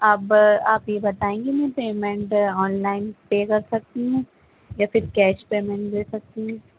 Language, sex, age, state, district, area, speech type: Urdu, female, 30-45, Delhi, North East Delhi, urban, conversation